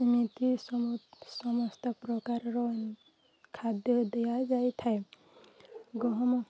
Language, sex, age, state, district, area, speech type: Odia, female, 18-30, Odisha, Nuapada, urban, spontaneous